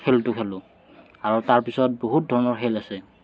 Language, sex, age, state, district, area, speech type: Assamese, male, 30-45, Assam, Morigaon, rural, spontaneous